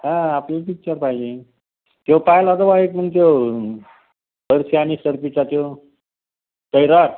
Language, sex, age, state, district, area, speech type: Marathi, male, 45-60, Maharashtra, Buldhana, rural, conversation